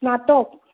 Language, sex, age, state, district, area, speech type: Assamese, female, 30-45, Assam, Lakhimpur, rural, conversation